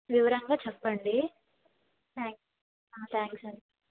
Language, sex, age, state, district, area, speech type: Telugu, female, 18-30, Andhra Pradesh, Bapatla, urban, conversation